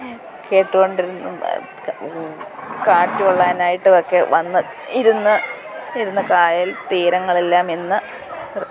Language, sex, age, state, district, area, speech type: Malayalam, female, 45-60, Kerala, Kottayam, rural, spontaneous